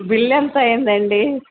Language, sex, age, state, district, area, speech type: Telugu, female, 45-60, Andhra Pradesh, N T Rama Rao, urban, conversation